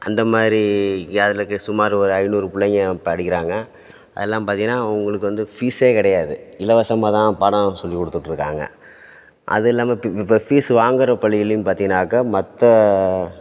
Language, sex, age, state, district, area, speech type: Tamil, male, 30-45, Tamil Nadu, Thanjavur, rural, spontaneous